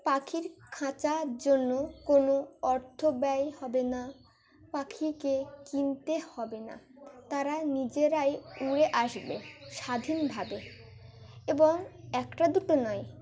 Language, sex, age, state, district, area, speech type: Bengali, female, 18-30, West Bengal, Dakshin Dinajpur, urban, spontaneous